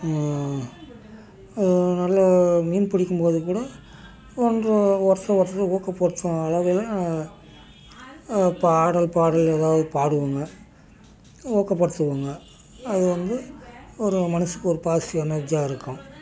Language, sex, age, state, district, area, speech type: Tamil, male, 60+, Tamil Nadu, Dharmapuri, urban, spontaneous